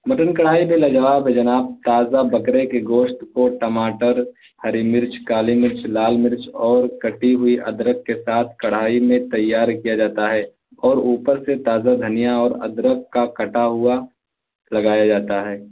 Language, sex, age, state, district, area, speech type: Urdu, male, 18-30, Uttar Pradesh, Balrampur, rural, conversation